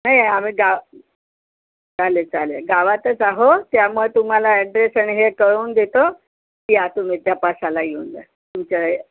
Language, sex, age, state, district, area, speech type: Marathi, female, 60+, Maharashtra, Yavatmal, urban, conversation